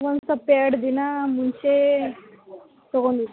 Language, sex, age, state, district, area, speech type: Kannada, female, 18-30, Karnataka, Dharwad, urban, conversation